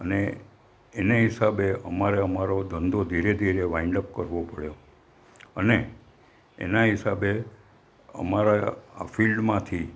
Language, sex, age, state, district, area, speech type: Gujarati, male, 60+, Gujarat, Valsad, rural, spontaneous